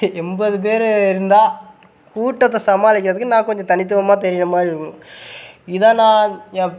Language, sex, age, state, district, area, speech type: Tamil, male, 18-30, Tamil Nadu, Sivaganga, rural, spontaneous